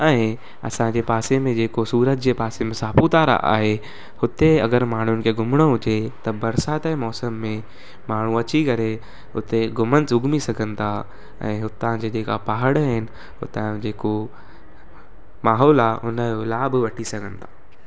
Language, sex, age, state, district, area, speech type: Sindhi, male, 18-30, Gujarat, Surat, urban, spontaneous